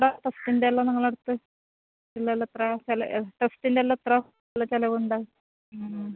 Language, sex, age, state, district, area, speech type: Malayalam, female, 30-45, Kerala, Kasaragod, rural, conversation